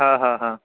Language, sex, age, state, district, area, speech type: Marathi, male, 18-30, Maharashtra, Wardha, rural, conversation